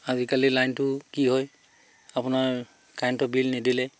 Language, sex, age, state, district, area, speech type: Assamese, male, 45-60, Assam, Sivasagar, rural, spontaneous